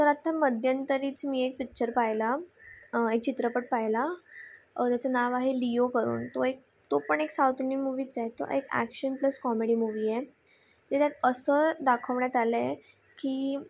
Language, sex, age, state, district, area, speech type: Marathi, female, 18-30, Maharashtra, Mumbai Suburban, urban, spontaneous